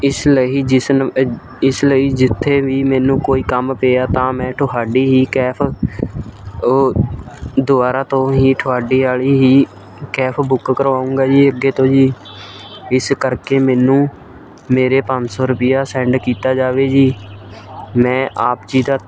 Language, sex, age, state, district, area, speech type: Punjabi, male, 18-30, Punjab, Shaheed Bhagat Singh Nagar, rural, spontaneous